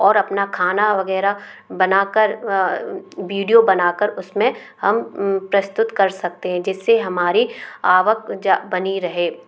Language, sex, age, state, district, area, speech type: Hindi, female, 30-45, Madhya Pradesh, Gwalior, urban, spontaneous